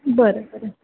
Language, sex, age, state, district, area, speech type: Marathi, female, 30-45, Maharashtra, Nagpur, urban, conversation